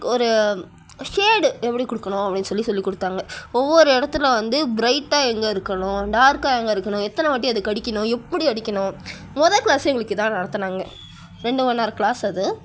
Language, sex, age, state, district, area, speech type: Tamil, female, 30-45, Tamil Nadu, Cuddalore, rural, spontaneous